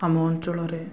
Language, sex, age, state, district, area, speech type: Odia, male, 18-30, Odisha, Nabarangpur, urban, spontaneous